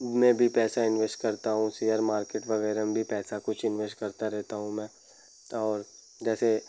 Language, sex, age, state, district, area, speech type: Hindi, male, 18-30, Uttar Pradesh, Pratapgarh, rural, spontaneous